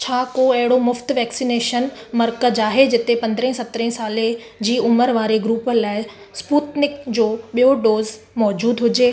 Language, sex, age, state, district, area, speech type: Sindhi, female, 30-45, Gujarat, Surat, urban, read